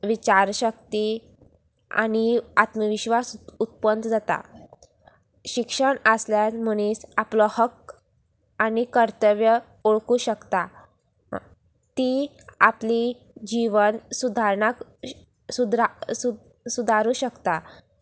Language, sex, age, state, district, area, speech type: Goan Konkani, female, 18-30, Goa, Sanguem, rural, spontaneous